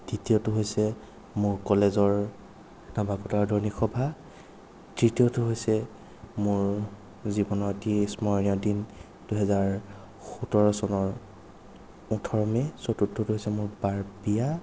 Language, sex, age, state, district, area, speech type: Assamese, male, 18-30, Assam, Sonitpur, rural, spontaneous